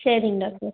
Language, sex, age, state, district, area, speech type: Tamil, female, 18-30, Tamil Nadu, Tiruppur, rural, conversation